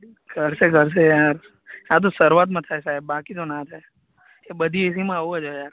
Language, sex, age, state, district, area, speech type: Gujarati, male, 18-30, Gujarat, Anand, urban, conversation